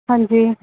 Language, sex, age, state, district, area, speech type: Punjabi, female, 30-45, Punjab, Barnala, rural, conversation